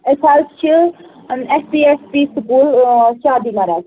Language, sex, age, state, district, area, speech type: Kashmiri, female, 18-30, Jammu and Kashmir, Pulwama, urban, conversation